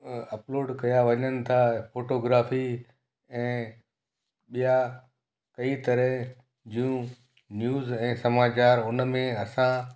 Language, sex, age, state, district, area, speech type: Sindhi, male, 45-60, Gujarat, Kutch, rural, spontaneous